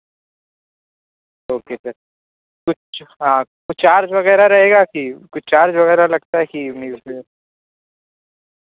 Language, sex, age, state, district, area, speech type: Urdu, male, 18-30, Uttar Pradesh, Azamgarh, rural, conversation